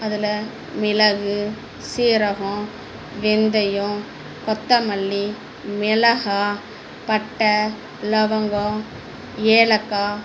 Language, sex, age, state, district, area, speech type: Tamil, female, 45-60, Tamil Nadu, Dharmapuri, rural, spontaneous